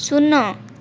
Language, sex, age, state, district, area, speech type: Odia, female, 45-60, Odisha, Kandhamal, rural, read